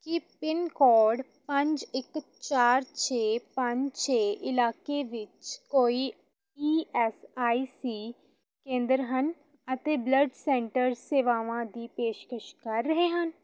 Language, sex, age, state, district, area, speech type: Punjabi, female, 18-30, Punjab, Gurdaspur, urban, read